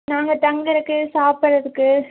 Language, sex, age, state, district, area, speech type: Tamil, female, 30-45, Tamil Nadu, Nilgiris, urban, conversation